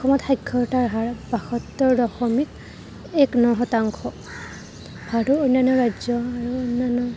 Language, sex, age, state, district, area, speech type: Assamese, female, 18-30, Assam, Kamrup Metropolitan, urban, spontaneous